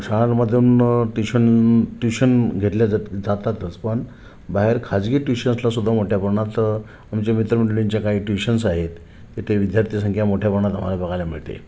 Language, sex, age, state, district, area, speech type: Marathi, male, 45-60, Maharashtra, Sindhudurg, rural, spontaneous